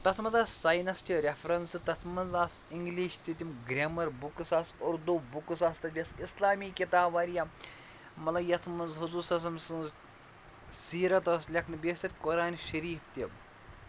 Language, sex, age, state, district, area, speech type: Kashmiri, male, 30-45, Jammu and Kashmir, Pulwama, rural, spontaneous